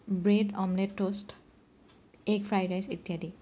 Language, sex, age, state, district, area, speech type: Assamese, female, 30-45, Assam, Morigaon, rural, spontaneous